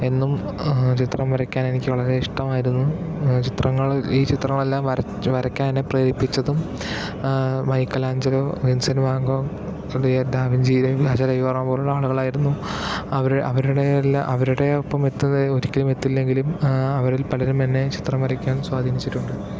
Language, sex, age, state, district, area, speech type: Malayalam, male, 18-30, Kerala, Palakkad, rural, spontaneous